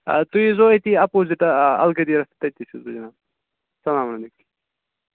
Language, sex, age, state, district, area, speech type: Kashmiri, male, 18-30, Jammu and Kashmir, Budgam, rural, conversation